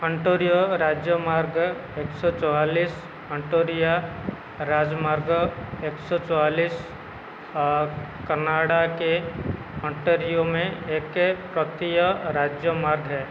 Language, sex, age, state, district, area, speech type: Hindi, male, 45-60, Madhya Pradesh, Seoni, rural, read